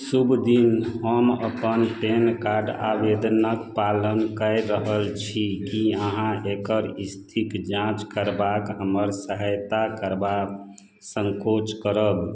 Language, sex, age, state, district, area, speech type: Maithili, male, 60+, Bihar, Madhubani, rural, read